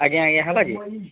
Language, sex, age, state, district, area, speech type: Odia, male, 45-60, Odisha, Nuapada, urban, conversation